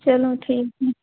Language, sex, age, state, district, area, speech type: Hindi, female, 45-60, Uttar Pradesh, Ayodhya, rural, conversation